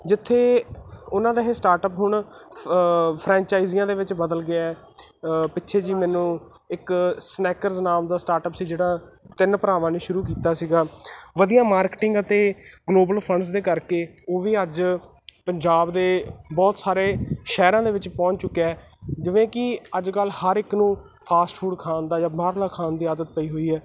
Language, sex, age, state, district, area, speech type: Punjabi, male, 18-30, Punjab, Muktsar, urban, spontaneous